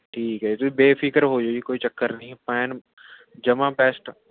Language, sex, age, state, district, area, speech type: Punjabi, male, 18-30, Punjab, Mohali, urban, conversation